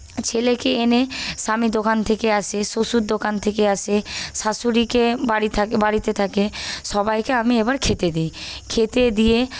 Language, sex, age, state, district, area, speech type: Bengali, female, 18-30, West Bengal, Paschim Medinipur, urban, spontaneous